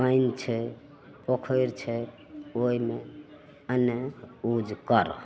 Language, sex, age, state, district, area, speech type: Maithili, female, 60+, Bihar, Madhepura, urban, spontaneous